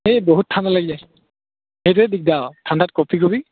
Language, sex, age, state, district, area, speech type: Assamese, male, 18-30, Assam, Charaideo, rural, conversation